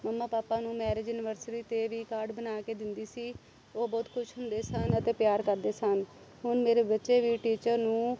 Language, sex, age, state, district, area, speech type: Punjabi, female, 30-45, Punjab, Amritsar, urban, spontaneous